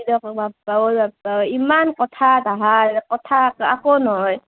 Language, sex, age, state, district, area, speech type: Assamese, female, 18-30, Assam, Nalbari, rural, conversation